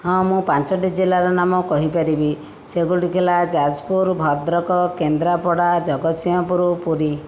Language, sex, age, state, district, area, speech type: Odia, female, 45-60, Odisha, Jajpur, rural, spontaneous